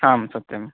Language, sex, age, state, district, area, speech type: Sanskrit, male, 18-30, Karnataka, Uttara Kannada, rural, conversation